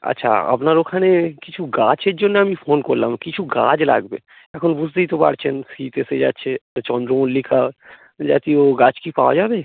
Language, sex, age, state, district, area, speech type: Bengali, male, 45-60, West Bengal, North 24 Parganas, urban, conversation